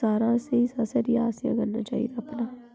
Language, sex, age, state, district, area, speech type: Dogri, female, 18-30, Jammu and Kashmir, Udhampur, rural, spontaneous